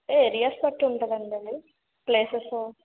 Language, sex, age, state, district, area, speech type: Telugu, female, 18-30, Andhra Pradesh, Konaseema, urban, conversation